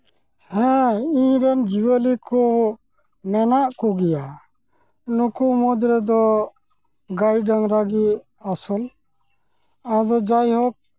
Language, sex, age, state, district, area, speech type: Santali, male, 45-60, West Bengal, Malda, rural, spontaneous